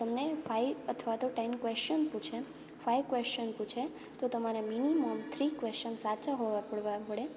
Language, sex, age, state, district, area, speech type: Gujarati, female, 18-30, Gujarat, Morbi, urban, spontaneous